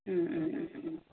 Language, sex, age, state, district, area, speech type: Malayalam, female, 30-45, Kerala, Ernakulam, rural, conversation